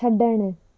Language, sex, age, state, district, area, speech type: Sindhi, female, 18-30, Gujarat, Junagadh, urban, read